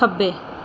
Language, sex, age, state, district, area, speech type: Punjabi, female, 18-30, Punjab, Mohali, rural, read